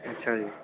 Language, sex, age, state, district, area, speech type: Punjabi, male, 30-45, Punjab, Kapurthala, rural, conversation